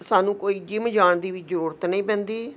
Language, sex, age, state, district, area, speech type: Punjabi, female, 60+, Punjab, Ludhiana, urban, spontaneous